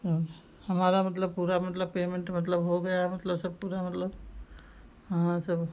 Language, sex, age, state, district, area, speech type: Hindi, female, 45-60, Uttar Pradesh, Lucknow, rural, spontaneous